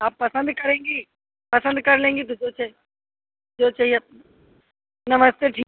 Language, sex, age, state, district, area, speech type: Hindi, female, 60+, Uttar Pradesh, Azamgarh, rural, conversation